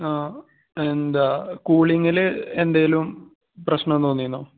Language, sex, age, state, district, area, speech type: Malayalam, male, 30-45, Kerala, Malappuram, rural, conversation